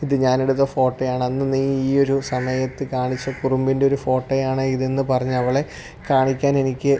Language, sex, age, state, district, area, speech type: Malayalam, male, 18-30, Kerala, Alappuzha, rural, spontaneous